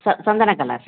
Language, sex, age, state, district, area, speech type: Tamil, female, 60+, Tamil Nadu, Salem, rural, conversation